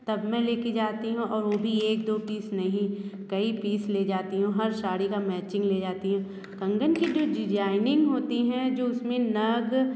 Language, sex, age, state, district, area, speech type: Hindi, female, 30-45, Uttar Pradesh, Bhadohi, urban, spontaneous